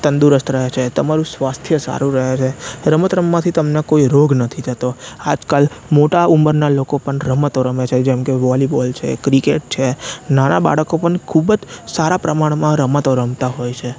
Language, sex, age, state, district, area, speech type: Gujarati, male, 18-30, Gujarat, Anand, rural, spontaneous